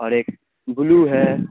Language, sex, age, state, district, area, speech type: Urdu, male, 18-30, Bihar, Saharsa, urban, conversation